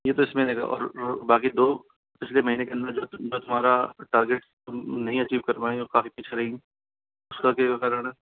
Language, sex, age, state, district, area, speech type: Hindi, female, 45-60, Rajasthan, Jaipur, urban, conversation